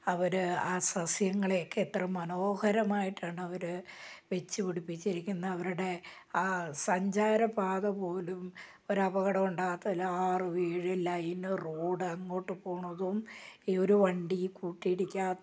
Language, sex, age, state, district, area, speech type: Malayalam, female, 60+, Kerala, Malappuram, rural, spontaneous